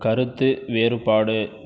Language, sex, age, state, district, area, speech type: Tamil, male, 18-30, Tamil Nadu, Krishnagiri, rural, read